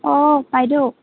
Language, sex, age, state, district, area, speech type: Assamese, female, 18-30, Assam, Jorhat, urban, conversation